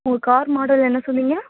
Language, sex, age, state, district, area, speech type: Tamil, female, 18-30, Tamil Nadu, Nagapattinam, urban, conversation